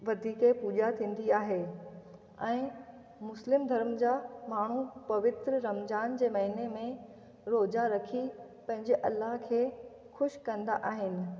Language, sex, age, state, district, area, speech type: Sindhi, female, 30-45, Rajasthan, Ajmer, urban, spontaneous